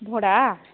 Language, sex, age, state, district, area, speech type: Odia, female, 30-45, Odisha, Sambalpur, rural, conversation